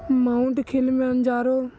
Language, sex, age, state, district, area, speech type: Punjabi, male, 18-30, Punjab, Ludhiana, urban, spontaneous